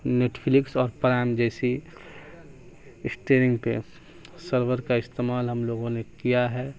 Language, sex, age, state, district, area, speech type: Urdu, male, 18-30, Bihar, Darbhanga, urban, spontaneous